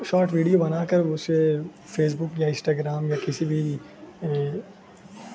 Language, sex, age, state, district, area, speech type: Urdu, male, 18-30, Uttar Pradesh, Azamgarh, rural, spontaneous